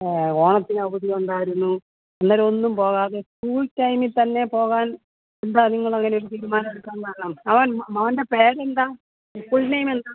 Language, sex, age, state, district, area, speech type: Malayalam, female, 60+, Kerala, Pathanamthitta, rural, conversation